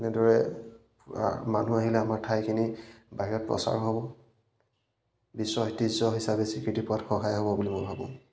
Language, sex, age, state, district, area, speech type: Assamese, male, 30-45, Assam, Majuli, urban, spontaneous